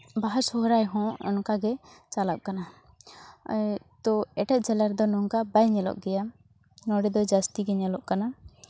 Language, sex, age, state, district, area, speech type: Santali, female, 18-30, West Bengal, Purulia, rural, spontaneous